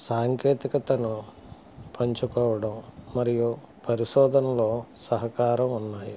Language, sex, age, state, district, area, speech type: Telugu, male, 60+, Andhra Pradesh, West Godavari, rural, spontaneous